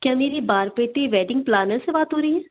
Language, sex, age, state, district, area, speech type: Hindi, female, 18-30, Madhya Pradesh, Betul, urban, conversation